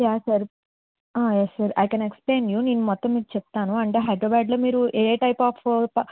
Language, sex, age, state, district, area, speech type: Telugu, female, 18-30, Andhra Pradesh, N T Rama Rao, urban, conversation